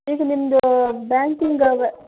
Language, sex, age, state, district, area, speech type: Kannada, female, 30-45, Karnataka, Shimoga, rural, conversation